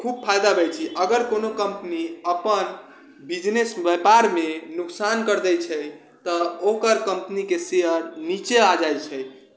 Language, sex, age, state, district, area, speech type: Maithili, male, 18-30, Bihar, Sitamarhi, urban, spontaneous